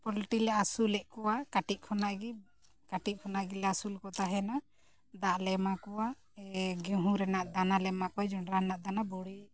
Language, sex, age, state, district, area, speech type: Santali, female, 45-60, Jharkhand, Bokaro, rural, spontaneous